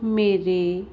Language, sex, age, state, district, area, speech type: Punjabi, female, 18-30, Punjab, Fazilka, rural, read